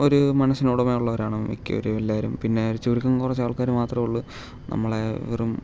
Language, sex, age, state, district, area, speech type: Malayalam, male, 18-30, Kerala, Kottayam, rural, spontaneous